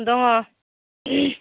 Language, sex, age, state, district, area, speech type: Bodo, female, 30-45, Assam, Udalguri, urban, conversation